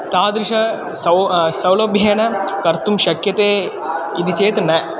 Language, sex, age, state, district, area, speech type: Sanskrit, male, 18-30, Tamil Nadu, Kanyakumari, urban, spontaneous